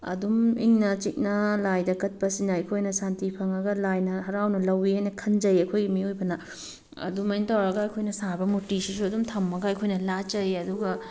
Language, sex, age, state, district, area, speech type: Manipuri, female, 30-45, Manipur, Tengnoupal, rural, spontaneous